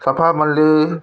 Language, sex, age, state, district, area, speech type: Nepali, male, 60+, West Bengal, Jalpaiguri, urban, spontaneous